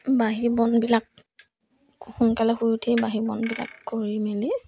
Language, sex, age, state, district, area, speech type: Assamese, female, 18-30, Assam, Sivasagar, rural, spontaneous